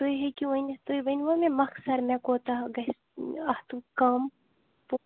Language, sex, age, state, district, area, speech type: Kashmiri, female, 30-45, Jammu and Kashmir, Bandipora, rural, conversation